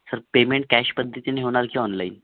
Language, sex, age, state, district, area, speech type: Marathi, other, 45-60, Maharashtra, Nagpur, rural, conversation